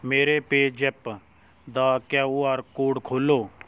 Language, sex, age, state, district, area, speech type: Punjabi, male, 18-30, Punjab, Shaheed Bhagat Singh Nagar, rural, read